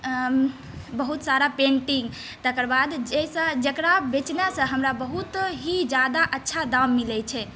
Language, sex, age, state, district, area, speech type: Maithili, female, 18-30, Bihar, Saharsa, rural, spontaneous